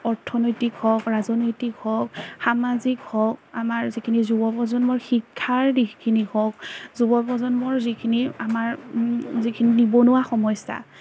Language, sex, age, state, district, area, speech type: Assamese, female, 18-30, Assam, Majuli, urban, spontaneous